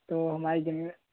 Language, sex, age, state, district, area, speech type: Hindi, male, 18-30, Uttar Pradesh, Prayagraj, urban, conversation